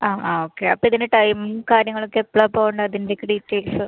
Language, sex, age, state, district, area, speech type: Malayalam, female, 18-30, Kerala, Ernakulam, urban, conversation